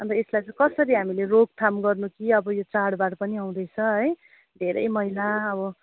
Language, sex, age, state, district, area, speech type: Nepali, female, 30-45, West Bengal, Darjeeling, rural, conversation